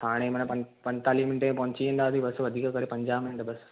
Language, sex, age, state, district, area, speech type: Sindhi, male, 18-30, Maharashtra, Thane, urban, conversation